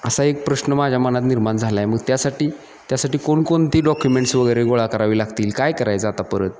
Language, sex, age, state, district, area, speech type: Marathi, male, 30-45, Maharashtra, Satara, urban, spontaneous